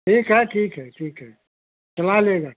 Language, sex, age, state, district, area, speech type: Hindi, male, 60+, Uttar Pradesh, Jaunpur, rural, conversation